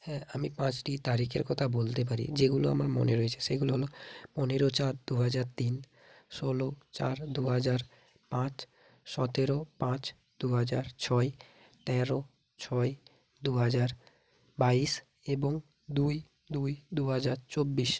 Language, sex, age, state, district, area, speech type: Bengali, male, 18-30, West Bengal, Bankura, urban, spontaneous